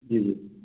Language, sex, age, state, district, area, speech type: Hindi, male, 45-60, Madhya Pradesh, Gwalior, rural, conversation